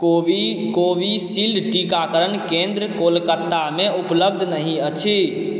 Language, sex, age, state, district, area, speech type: Maithili, male, 30-45, Bihar, Supaul, rural, read